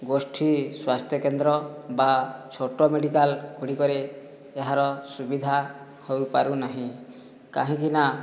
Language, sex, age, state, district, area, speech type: Odia, male, 30-45, Odisha, Boudh, rural, spontaneous